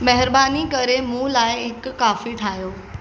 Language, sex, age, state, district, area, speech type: Sindhi, female, 18-30, Maharashtra, Mumbai Suburban, urban, read